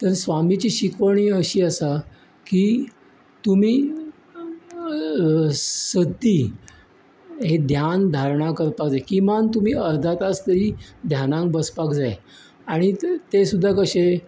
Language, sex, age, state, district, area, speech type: Goan Konkani, male, 60+, Goa, Bardez, rural, spontaneous